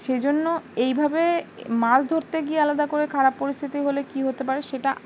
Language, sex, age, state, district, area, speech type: Bengali, female, 18-30, West Bengal, Howrah, urban, spontaneous